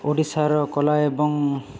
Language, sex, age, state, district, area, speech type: Odia, male, 30-45, Odisha, Balangir, urban, spontaneous